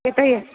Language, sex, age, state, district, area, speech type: Gujarati, female, 60+, Gujarat, Junagadh, rural, conversation